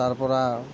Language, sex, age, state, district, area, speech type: Assamese, male, 45-60, Assam, Nalbari, rural, spontaneous